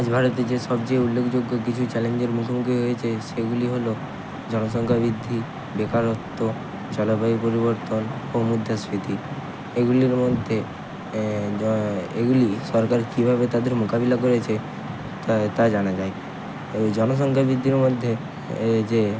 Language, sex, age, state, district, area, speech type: Bengali, male, 18-30, West Bengal, Purba Medinipur, rural, spontaneous